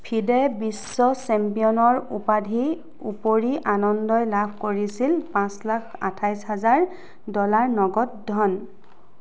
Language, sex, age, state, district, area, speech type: Assamese, female, 45-60, Assam, Charaideo, urban, read